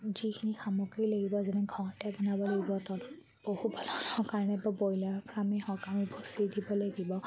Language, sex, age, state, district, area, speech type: Assamese, female, 45-60, Assam, Charaideo, rural, spontaneous